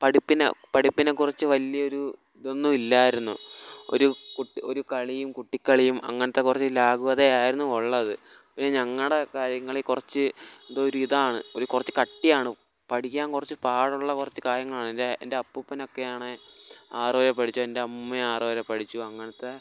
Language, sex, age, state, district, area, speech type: Malayalam, male, 18-30, Kerala, Kollam, rural, spontaneous